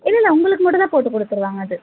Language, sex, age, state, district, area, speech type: Tamil, female, 18-30, Tamil Nadu, Chennai, urban, conversation